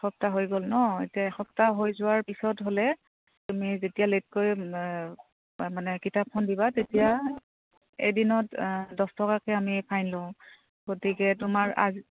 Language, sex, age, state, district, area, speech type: Assamese, female, 30-45, Assam, Udalguri, rural, conversation